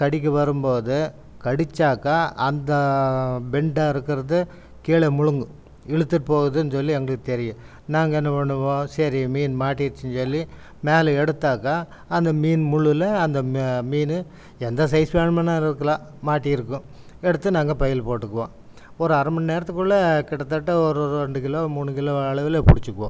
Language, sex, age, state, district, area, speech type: Tamil, male, 60+, Tamil Nadu, Coimbatore, urban, spontaneous